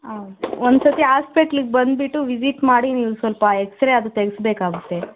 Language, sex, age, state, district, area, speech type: Kannada, female, 30-45, Karnataka, Tumkur, rural, conversation